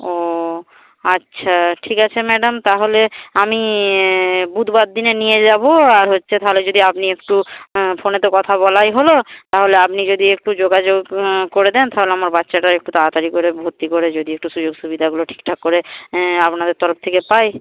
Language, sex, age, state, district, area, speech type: Bengali, female, 45-60, West Bengal, Paschim Medinipur, rural, conversation